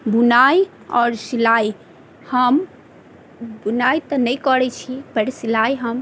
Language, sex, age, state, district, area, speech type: Maithili, female, 30-45, Bihar, Madhubani, rural, spontaneous